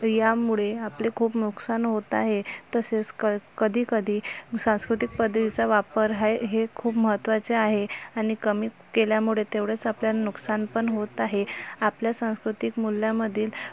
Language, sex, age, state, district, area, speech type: Marathi, female, 30-45, Maharashtra, Amravati, rural, spontaneous